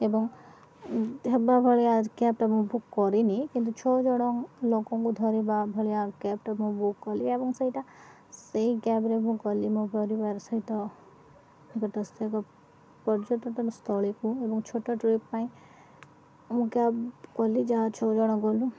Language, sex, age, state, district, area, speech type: Odia, female, 30-45, Odisha, Koraput, urban, spontaneous